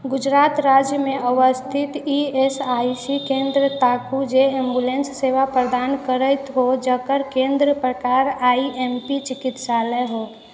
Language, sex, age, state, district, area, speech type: Maithili, female, 18-30, Bihar, Sitamarhi, urban, read